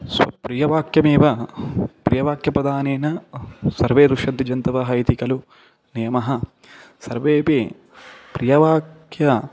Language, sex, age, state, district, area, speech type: Sanskrit, male, 30-45, Telangana, Hyderabad, urban, spontaneous